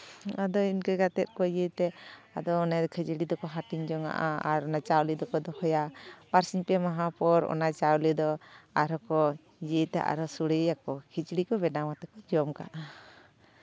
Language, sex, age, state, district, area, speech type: Santali, female, 30-45, West Bengal, Jhargram, rural, spontaneous